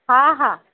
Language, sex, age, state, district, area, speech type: Sindhi, female, 45-60, Uttar Pradesh, Lucknow, rural, conversation